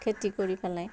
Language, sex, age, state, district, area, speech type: Assamese, female, 60+, Assam, Darrang, rural, spontaneous